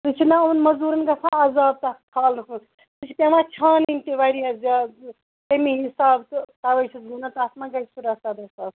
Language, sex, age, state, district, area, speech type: Kashmiri, female, 30-45, Jammu and Kashmir, Ganderbal, rural, conversation